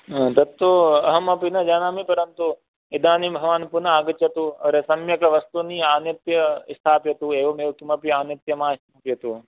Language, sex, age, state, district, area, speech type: Sanskrit, male, 18-30, Rajasthan, Jodhpur, rural, conversation